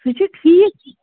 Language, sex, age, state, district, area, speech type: Kashmiri, female, 30-45, Jammu and Kashmir, Anantnag, rural, conversation